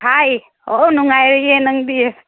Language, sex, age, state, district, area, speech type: Manipuri, female, 18-30, Manipur, Chandel, rural, conversation